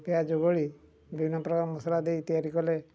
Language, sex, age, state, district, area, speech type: Odia, male, 60+, Odisha, Mayurbhanj, rural, spontaneous